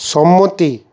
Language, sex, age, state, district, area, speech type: Bengali, male, 45-60, West Bengal, Paschim Bardhaman, urban, read